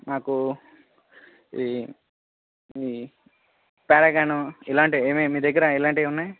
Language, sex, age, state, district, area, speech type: Telugu, male, 18-30, Telangana, Jangaon, urban, conversation